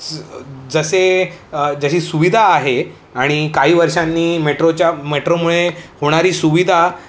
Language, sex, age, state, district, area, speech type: Marathi, male, 30-45, Maharashtra, Mumbai City, urban, spontaneous